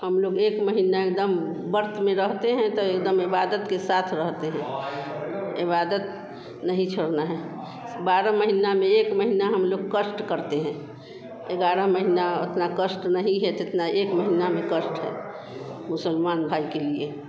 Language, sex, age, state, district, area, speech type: Hindi, female, 60+, Bihar, Vaishali, urban, spontaneous